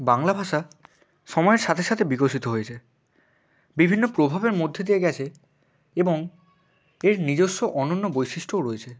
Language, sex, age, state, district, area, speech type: Bengali, male, 18-30, West Bengal, Bankura, urban, spontaneous